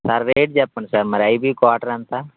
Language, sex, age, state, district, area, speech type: Telugu, male, 18-30, Telangana, Khammam, rural, conversation